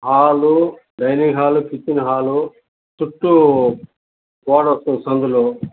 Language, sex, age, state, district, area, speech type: Telugu, male, 60+, Andhra Pradesh, Nellore, rural, conversation